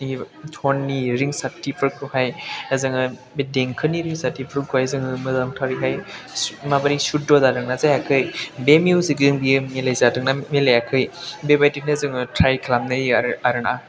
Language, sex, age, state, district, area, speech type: Bodo, male, 18-30, Assam, Chirang, rural, spontaneous